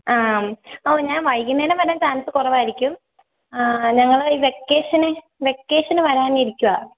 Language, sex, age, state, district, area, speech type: Malayalam, female, 18-30, Kerala, Idukki, rural, conversation